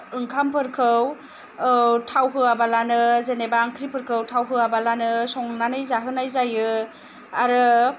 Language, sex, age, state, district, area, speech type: Bodo, female, 30-45, Assam, Kokrajhar, rural, spontaneous